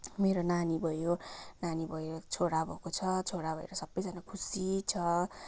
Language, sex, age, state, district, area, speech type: Nepali, female, 30-45, West Bengal, Kalimpong, rural, spontaneous